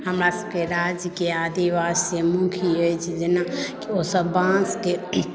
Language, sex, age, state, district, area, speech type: Maithili, female, 18-30, Bihar, Madhubani, rural, spontaneous